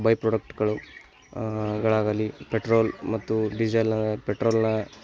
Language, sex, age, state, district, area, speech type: Kannada, male, 18-30, Karnataka, Bagalkot, rural, spontaneous